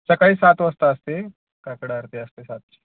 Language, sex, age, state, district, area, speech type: Marathi, male, 30-45, Maharashtra, Osmanabad, rural, conversation